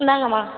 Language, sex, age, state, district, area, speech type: Tamil, female, 18-30, Tamil Nadu, Ariyalur, rural, conversation